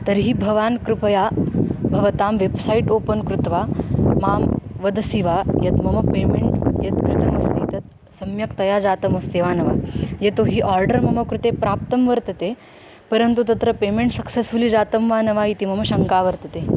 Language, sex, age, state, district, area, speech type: Sanskrit, female, 18-30, Maharashtra, Beed, rural, spontaneous